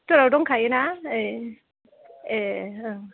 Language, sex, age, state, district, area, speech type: Bodo, female, 30-45, Assam, Chirang, urban, conversation